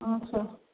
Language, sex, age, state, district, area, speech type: Odia, female, 60+, Odisha, Angul, rural, conversation